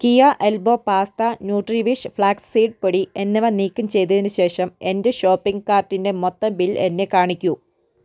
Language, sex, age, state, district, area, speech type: Malayalam, female, 30-45, Kerala, Idukki, rural, read